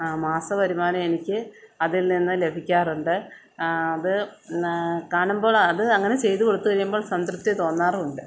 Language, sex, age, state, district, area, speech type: Malayalam, female, 45-60, Kerala, Kottayam, rural, spontaneous